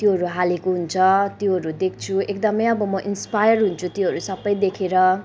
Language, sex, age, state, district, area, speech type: Nepali, female, 18-30, West Bengal, Kalimpong, rural, spontaneous